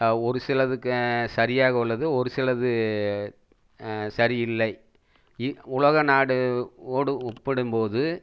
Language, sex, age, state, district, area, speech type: Tamil, male, 60+, Tamil Nadu, Erode, urban, spontaneous